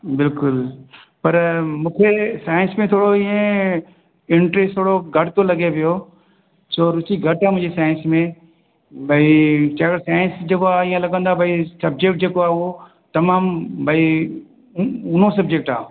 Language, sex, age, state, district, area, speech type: Sindhi, male, 60+, Maharashtra, Mumbai City, urban, conversation